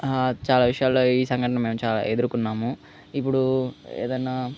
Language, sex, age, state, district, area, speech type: Telugu, male, 18-30, Andhra Pradesh, Eluru, urban, spontaneous